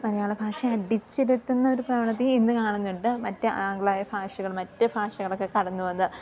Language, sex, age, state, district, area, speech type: Malayalam, female, 18-30, Kerala, Idukki, rural, spontaneous